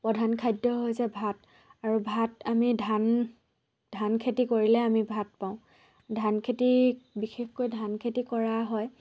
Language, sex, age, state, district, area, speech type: Assamese, female, 45-60, Assam, Dhemaji, rural, spontaneous